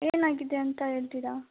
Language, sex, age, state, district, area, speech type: Kannada, female, 18-30, Karnataka, Davanagere, rural, conversation